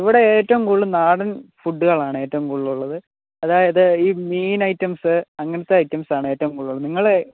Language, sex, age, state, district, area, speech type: Malayalam, male, 18-30, Kerala, Kottayam, rural, conversation